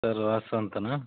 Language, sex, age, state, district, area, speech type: Kannada, male, 30-45, Karnataka, Chitradurga, rural, conversation